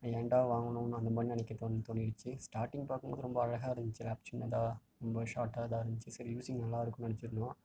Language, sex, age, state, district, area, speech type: Tamil, male, 30-45, Tamil Nadu, Tiruvarur, urban, spontaneous